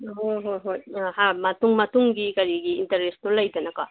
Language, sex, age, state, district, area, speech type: Manipuri, female, 45-60, Manipur, Kangpokpi, urban, conversation